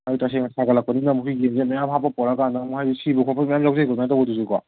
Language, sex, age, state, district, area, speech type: Manipuri, male, 18-30, Manipur, Kangpokpi, urban, conversation